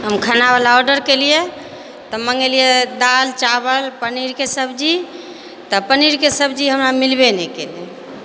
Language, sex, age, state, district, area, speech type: Maithili, female, 45-60, Bihar, Purnia, rural, spontaneous